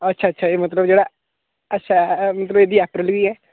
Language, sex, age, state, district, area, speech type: Dogri, male, 18-30, Jammu and Kashmir, Udhampur, rural, conversation